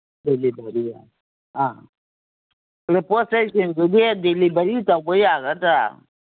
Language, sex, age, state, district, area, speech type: Manipuri, female, 60+, Manipur, Kangpokpi, urban, conversation